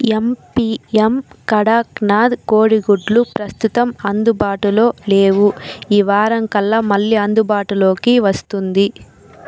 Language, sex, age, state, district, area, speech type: Telugu, female, 30-45, Andhra Pradesh, Chittoor, urban, read